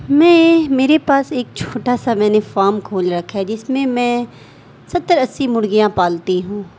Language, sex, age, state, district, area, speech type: Urdu, female, 18-30, Bihar, Darbhanga, rural, spontaneous